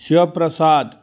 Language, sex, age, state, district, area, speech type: Sanskrit, male, 30-45, Karnataka, Dakshina Kannada, rural, spontaneous